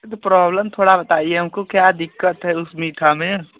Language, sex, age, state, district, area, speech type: Hindi, male, 18-30, Uttar Pradesh, Prayagraj, urban, conversation